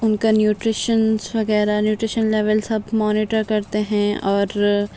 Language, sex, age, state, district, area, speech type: Urdu, male, 18-30, Delhi, Central Delhi, urban, spontaneous